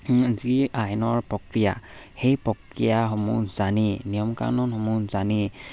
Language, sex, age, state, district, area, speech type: Assamese, male, 18-30, Assam, Charaideo, rural, spontaneous